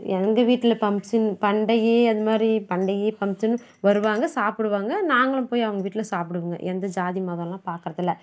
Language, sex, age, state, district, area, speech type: Tamil, female, 60+, Tamil Nadu, Krishnagiri, rural, spontaneous